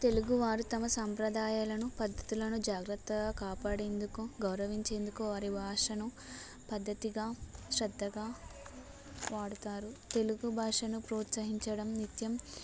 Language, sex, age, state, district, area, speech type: Telugu, female, 18-30, Telangana, Mulugu, rural, spontaneous